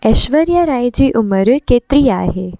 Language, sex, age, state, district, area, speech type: Sindhi, female, 18-30, Gujarat, Junagadh, urban, read